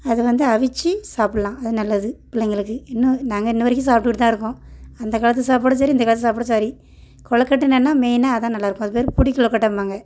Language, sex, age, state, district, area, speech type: Tamil, female, 30-45, Tamil Nadu, Thoothukudi, rural, spontaneous